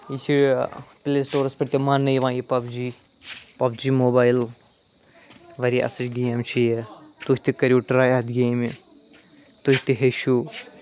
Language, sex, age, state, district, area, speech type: Kashmiri, male, 45-60, Jammu and Kashmir, Ganderbal, urban, spontaneous